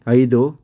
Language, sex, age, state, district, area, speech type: Kannada, male, 30-45, Karnataka, Chitradurga, rural, read